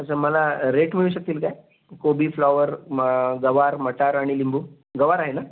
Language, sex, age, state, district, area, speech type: Marathi, male, 45-60, Maharashtra, Raigad, urban, conversation